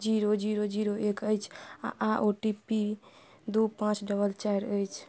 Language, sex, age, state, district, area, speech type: Maithili, female, 30-45, Bihar, Madhubani, rural, read